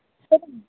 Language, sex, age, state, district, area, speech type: Tamil, female, 30-45, Tamil Nadu, Tiruvallur, urban, conversation